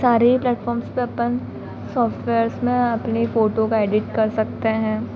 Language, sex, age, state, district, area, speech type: Hindi, female, 30-45, Madhya Pradesh, Harda, urban, spontaneous